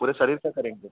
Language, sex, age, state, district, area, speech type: Hindi, male, 18-30, Uttar Pradesh, Bhadohi, urban, conversation